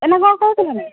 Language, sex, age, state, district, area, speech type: Odia, female, 45-60, Odisha, Angul, rural, conversation